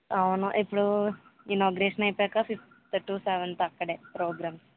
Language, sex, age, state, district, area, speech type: Telugu, female, 18-30, Andhra Pradesh, Eluru, rural, conversation